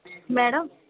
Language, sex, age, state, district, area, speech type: Telugu, female, 18-30, Andhra Pradesh, Guntur, rural, conversation